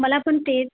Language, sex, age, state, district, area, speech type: Marathi, female, 30-45, Maharashtra, Yavatmal, rural, conversation